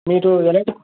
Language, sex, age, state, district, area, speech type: Telugu, male, 18-30, Andhra Pradesh, Annamaya, rural, conversation